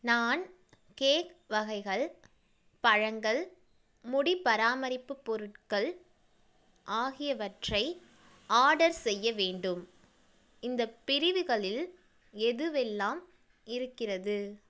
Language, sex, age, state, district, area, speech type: Tamil, female, 30-45, Tamil Nadu, Nagapattinam, rural, read